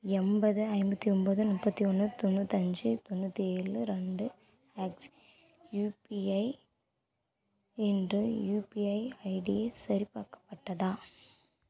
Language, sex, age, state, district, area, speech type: Tamil, female, 18-30, Tamil Nadu, Dharmapuri, rural, read